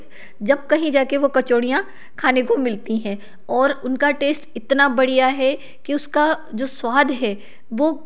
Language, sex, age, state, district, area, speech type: Hindi, female, 30-45, Madhya Pradesh, Betul, urban, spontaneous